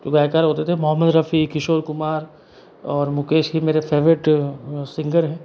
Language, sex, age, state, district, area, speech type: Hindi, male, 30-45, Rajasthan, Jodhpur, urban, spontaneous